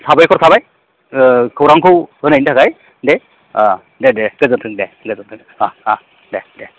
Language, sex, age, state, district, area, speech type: Bodo, male, 45-60, Assam, Baksa, rural, conversation